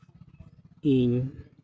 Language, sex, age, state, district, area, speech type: Santali, male, 45-60, Jharkhand, East Singhbhum, rural, spontaneous